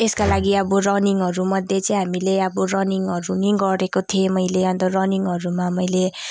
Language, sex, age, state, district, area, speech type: Nepali, female, 18-30, West Bengal, Kalimpong, rural, spontaneous